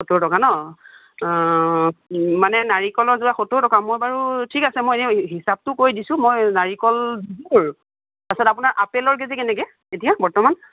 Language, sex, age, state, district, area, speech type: Assamese, female, 45-60, Assam, Nagaon, rural, conversation